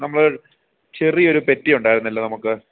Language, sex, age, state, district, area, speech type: Malayalam, male, 18-30, Kerala, Idukki, rural, conversation